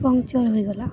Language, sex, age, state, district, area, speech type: Odia, female, 18-30, Odisha, Balangir, urban, spontaneous